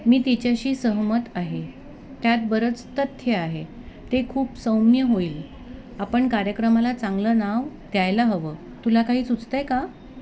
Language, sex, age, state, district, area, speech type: Marathi, female, 45-60, Maharashtra, Thane, rural, read